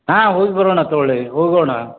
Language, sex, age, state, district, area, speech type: Kannada, male, 60+, Karnataka, Koppal, rural, conversation